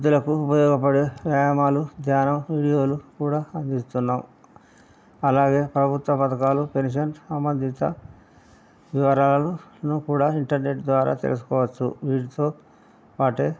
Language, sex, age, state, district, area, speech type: Telugu, male, 60+, Telangana, Hanamkonda, rural, spontaneous